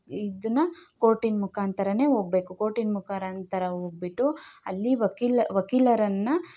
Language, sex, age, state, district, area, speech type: Kannada, female, 30-45, Karnataka, Chikkamagaluru, rural, spontaneous